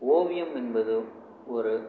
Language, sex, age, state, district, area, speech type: Tamil, male, 45-60, Tamil Nadu, Namakkal, rural, spontaneous